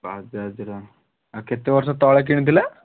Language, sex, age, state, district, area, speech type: Odia, male, 18-30, Odisha, Kalahandi, rural, conversation